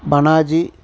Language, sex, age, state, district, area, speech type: Tamil, male, 45-60, Tamil Nadu, Dharmapuri, rural, spontaneous